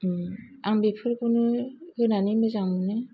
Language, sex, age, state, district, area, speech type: Bodo, female, 45-60, Assam, Kokrajhar, urban, spontaneous